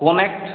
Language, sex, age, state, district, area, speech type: Bengali, male, 18-30, West Bengal, Purulia, urban, conversation